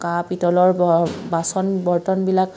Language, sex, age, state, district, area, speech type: Assamese, female, 30-45, Assam, Kamrup Metropolitan, urban, spontaneous